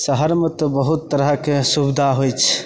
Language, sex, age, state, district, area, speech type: Maithili, male, 30-45, Bihar, Begusarai, rural, spontaneous